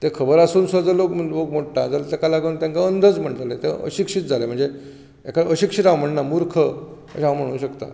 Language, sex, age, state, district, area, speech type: Goan Konkani, male, 45-60, Goa, Bardez, rural, spontaneous